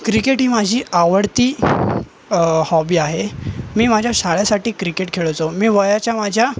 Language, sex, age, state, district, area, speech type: Marathi, male, 18-30, Maharashtra, Thane, urban, spontaneous